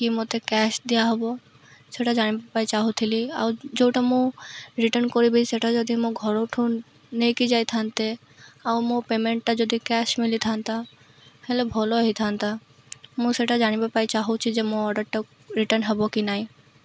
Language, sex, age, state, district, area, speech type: Odia, female, 18-30, Odisha, Malkangiri, urban, spontaneous